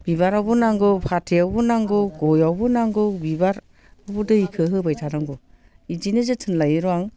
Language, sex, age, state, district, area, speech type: Bodo, female, 60+, Assam, Baksa, urban, spontaneous